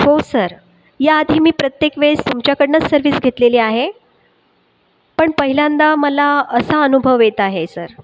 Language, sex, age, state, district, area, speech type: Marathi, female, 30-45, Maharashtra, Buldhana, urban, spontaneous